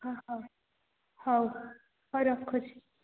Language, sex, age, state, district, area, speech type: Odia, female, 18-30, Odisha, Dhenkanal, rural, conversation